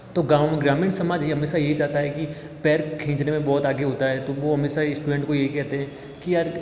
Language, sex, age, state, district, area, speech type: Hindi, male, 18-30, Rajasthan, Jodhpur, urban, spontaneous